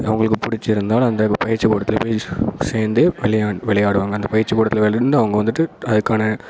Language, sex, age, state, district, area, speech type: Tamil, male, 18-30, Tamil Nadu, Perambalur, rural, spontaneous